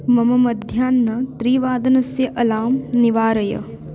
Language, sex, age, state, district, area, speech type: Sanskrit, female, 18-30, Maharashtra, Wardha, urban, read